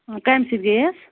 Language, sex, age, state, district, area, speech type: Kashmiri, female, 30-45, Jammu and Kashmir, Anantnag, rural, conversation